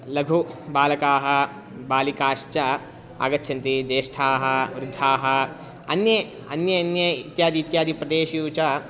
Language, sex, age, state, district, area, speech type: Sanskrit, male, 18-30, Karnataka, Bangalore Rural, urban, spontaneous